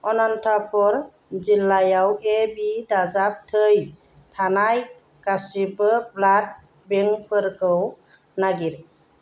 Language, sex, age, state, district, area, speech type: Bodo, female, 45-60, Assam, Chirang, rural, read